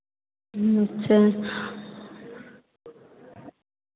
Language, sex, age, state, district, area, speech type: Hindi, female, 18-30, Uttar Pradesh, Azamgarh, urban, conversation